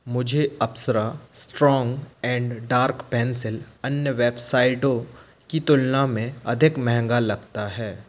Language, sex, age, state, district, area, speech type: Hindi, male, 18-30, Madhya Pradesh, Jabalpur, urban, read